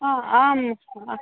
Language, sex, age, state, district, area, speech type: Sanskrit, female, 45-60, Karnataka, Bangalore Urban, urban, conversation